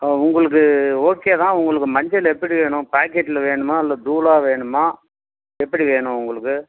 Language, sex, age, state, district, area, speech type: Tamil, male, 60+, Tamil Nadu, Dharmapuri, rural, conversation